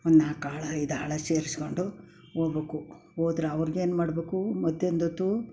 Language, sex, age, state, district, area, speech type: Kannada, female, 60+, Karnataka, Mysore, rural, spontaneous